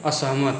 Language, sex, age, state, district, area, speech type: Hindi, male, 30-45, Uttar Pradesh, Mau, urban, read